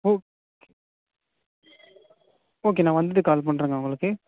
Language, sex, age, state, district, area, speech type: Tamil, female, 18-30, Tamil Nadu, Tiruvarur, rural, conversation